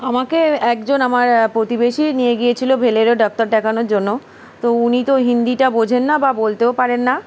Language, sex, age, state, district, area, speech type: Bengali, female, 45-60, West Bengal, Uttar Dinajpur, urban, spontaneous